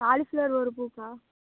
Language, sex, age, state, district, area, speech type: Tamil, female, 18-30, Tamil Nadu, Namakkal, rural, conversation